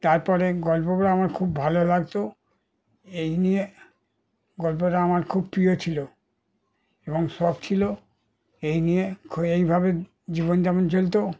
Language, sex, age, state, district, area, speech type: Bengali, male, 60+, West Bengal, Darjeeling, rural, spontaneous